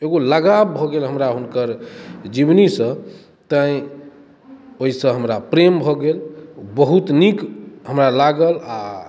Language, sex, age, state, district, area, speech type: Maithili, male, 30-45, Bihar, Madhubani, rural, spontaneous